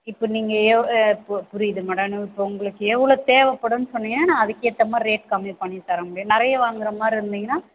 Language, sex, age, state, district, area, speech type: Tamil, female, 30-45, Tamil Nadu, Ranipet, urban, conversation